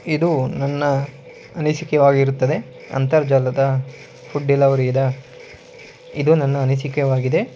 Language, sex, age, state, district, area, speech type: Kannada, male, 45-60, Karnataka, Tumkur, urban, spontaneous